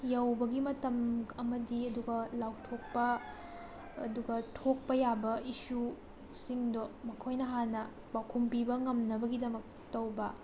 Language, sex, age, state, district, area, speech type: Manipuri, female, 30-45, Manipur, Tengnoupal, rural, spontaneous